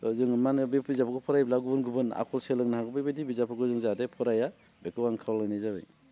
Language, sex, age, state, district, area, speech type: Bodo, male, 30-45, Assam, Baksa, rural, spontaneous